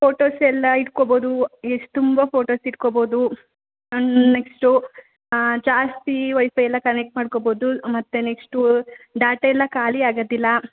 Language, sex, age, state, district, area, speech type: Kannada, female, 18-30, Karnataka, Kodagu, rural, conversation